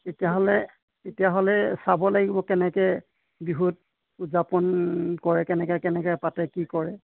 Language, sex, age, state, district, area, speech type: Assamese, male, 60+, Assam, Golaghat, rural, conversation